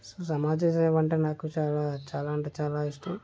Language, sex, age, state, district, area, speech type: Telugu, male, 30-45, Andhra Pradesh, Vizianagaram, rural, spontaneous